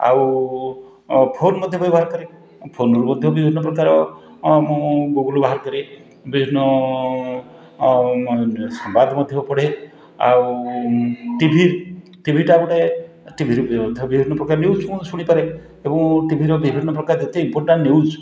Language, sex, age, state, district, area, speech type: Odia, male, 60+, Odisha, Puri, urban, spontaneous